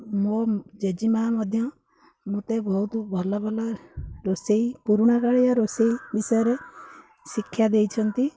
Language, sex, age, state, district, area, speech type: Odia, female, 30-45, Odisha, Jagatsinghpur, rural, spontaneous